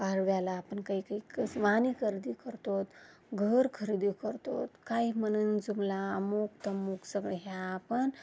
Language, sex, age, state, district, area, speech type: Marathi, female, 30-45, Maharashtra, Osmanabad, rural, spontaneous